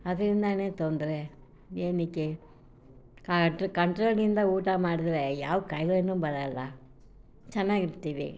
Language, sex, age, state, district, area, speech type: Kannada, female, 60+, Karnataka, Mysore, rural, spontaneous